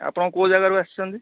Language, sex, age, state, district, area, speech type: Odia, male, 45-60, Odisha, Sundergarh, rural, conversation